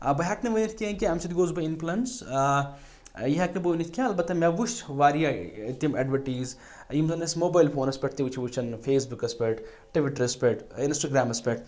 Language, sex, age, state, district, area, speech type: Kashmiri, male, 30-45, Jammu and Kashmir, Anantnag, rural, spontaneous